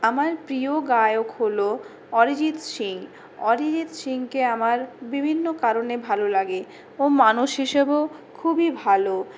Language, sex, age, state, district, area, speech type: Bengali, female, 60+, West Bengal, Purulia, urban, spontaneous